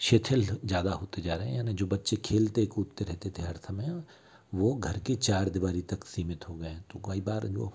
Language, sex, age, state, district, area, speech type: Hindi, male, 60+, Madhya Pradesh, Bhopal, urban, spontaneous